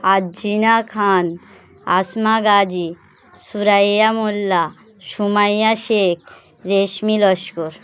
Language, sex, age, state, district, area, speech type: Bengali, female, 30-45, West Bengal, Dakshin Dinajpur, urban, spontaneous